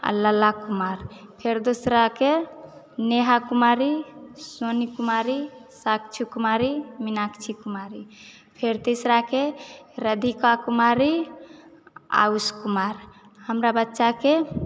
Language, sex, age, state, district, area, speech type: Maithili, female, 45-60, Bihar, Supaul, rural, spontaneous